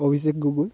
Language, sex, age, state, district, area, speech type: Assamese, male, 18-30, Assam, Sivasagar, rural, spontaneous